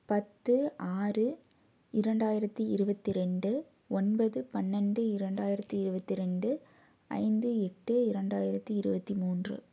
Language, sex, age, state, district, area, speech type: Tamil, female, 18-30, Tamil Nadu, Tiruppur, rural, spontaneous